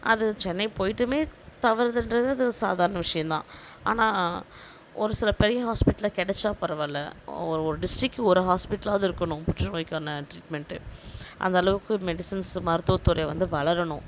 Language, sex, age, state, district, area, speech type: Tamil, female, 30-45, Tamil Nadu, Kallakurichi, rural, spontaneous